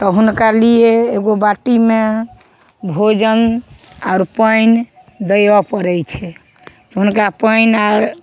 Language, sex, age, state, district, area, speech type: Maithili, female, 45-60, Bihar, Samastipur, urban, spontaneous